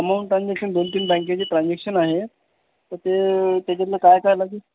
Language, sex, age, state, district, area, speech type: Marathi, male, 45-60, Maharashtra, Akola, rural, conversation